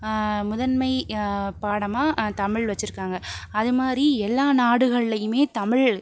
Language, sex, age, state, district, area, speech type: Tamil, female, 18-30, Tamil Nadu, Pudukkottai, rural, spontaneous